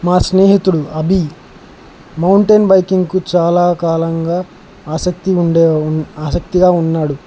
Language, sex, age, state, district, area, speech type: Telugu, male, 18-30, Andhra Pradesh, Nandyal, urban, spontaneous